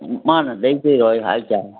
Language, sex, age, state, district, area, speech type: Manipuri, female, 60+, Manipur, Kangpokpi, urban, conversation